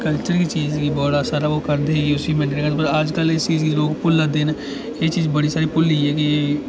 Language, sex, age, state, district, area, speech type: Dogri, male, 18-30, Jammu and Kashmir, Udhampur, urban, spontaneous